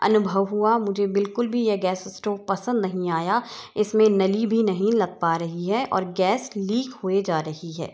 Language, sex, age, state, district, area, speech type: Hindi, female, 60+, Rajasthan, Jaipur, urban, spontaneous